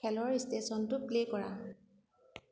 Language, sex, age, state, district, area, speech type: Assamese, female, 30-45, Assam, Sivasagar, urban, read